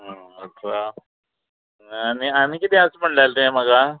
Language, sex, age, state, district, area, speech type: Goan Konkani, male, 30-45, Goa, Murmgao, rural, conversation